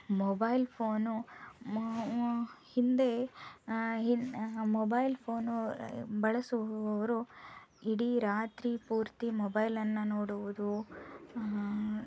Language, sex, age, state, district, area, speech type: Kannada, female, 30-45, Karnataka, Shimoga, rural, spontaneous